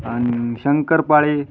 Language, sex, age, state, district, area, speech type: Marathi, male, 30-45, Maharashtra, Hingoli, urban, spontaneous